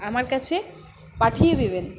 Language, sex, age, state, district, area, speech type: Bengali, female, 30-45, West Bengal, Uttar Dinajpur, rural, spontaneous